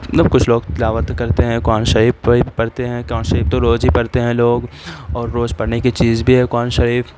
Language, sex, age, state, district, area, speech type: Urdu, male, 18-30, Bihar, Saharsa, rural, spontaneous